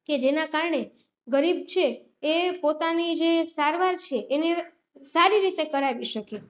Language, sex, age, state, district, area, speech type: Gujarati, female, 30-45, Gujarat, Rajkot, urban, spontaneous